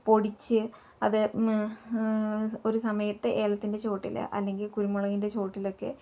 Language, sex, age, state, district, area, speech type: Malayalam, female, 18-30, Kerala, Palakkad, rural, spontaneous